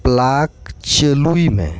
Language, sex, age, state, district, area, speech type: Santali, male, 45-60, West Bengal, Birbhum, rural, read